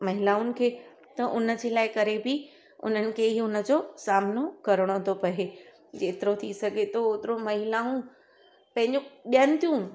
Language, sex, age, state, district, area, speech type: Sindhi, female, 30-45, Gujarat, Surat, urban, spontaneous